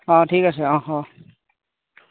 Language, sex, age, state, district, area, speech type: Assamese, male, 30-45, Assam, Golaghat, rural, conversation